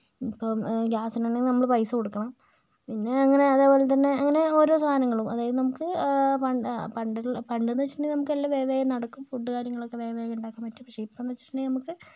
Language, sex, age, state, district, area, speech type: Malayalam, female, 30-45, Kerala, Kozhikode, rural, spontaneous